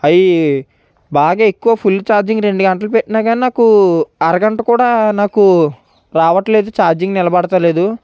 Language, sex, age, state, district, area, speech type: Telugu, male, 18-30, Andhra Pradesh, Konaseema, rural, spontaneous